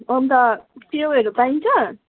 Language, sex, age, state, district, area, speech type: Nepali, female, 18-30, West Bengal, Darjeeling, rural, conversation